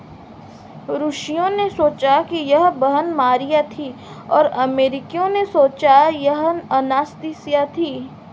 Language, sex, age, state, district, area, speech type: Hindi, female, 18-30, Madhya Pradesh, Seoni, urban, read